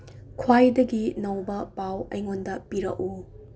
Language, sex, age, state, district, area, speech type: Manipuri, female, 30-45, Manipur, Chandel, rural, read